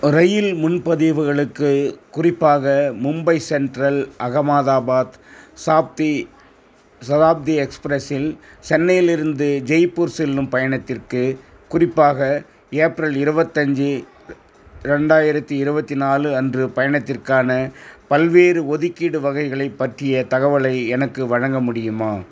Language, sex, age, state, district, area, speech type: Tamil, male, 60+, Tamil Nadu, Viluppuram, rural, read